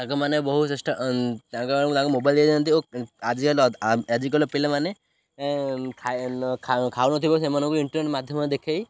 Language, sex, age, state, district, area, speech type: Odia, male, 18-30, Odisha, Ganjam, rural, spontaneous